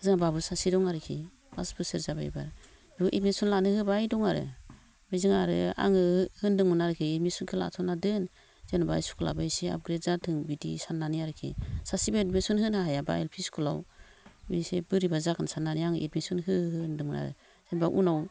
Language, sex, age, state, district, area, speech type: Bodo, female, 45-60, Assam, Baksa, rural, spontaneous